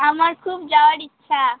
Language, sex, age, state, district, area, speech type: Bengali, female, 18-30, West Bengal, Alipurduar, rural, conversation